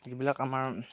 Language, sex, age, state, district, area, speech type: Assamese, male, 45-60, Assam, Darrang, rural, spontaneous